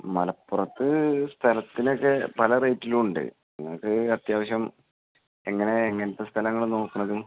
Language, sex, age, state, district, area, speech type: Malayalam, male, 30-45, Kerala, Malappuram, rural, conversation